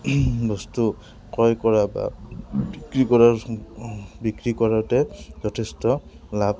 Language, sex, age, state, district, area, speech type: Assamese, male, 30-45, Assam, Udalguri, rural, spontaneous